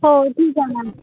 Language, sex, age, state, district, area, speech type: Marathi, female, 18-30, Maharashtra, Nagpur, urban, conversation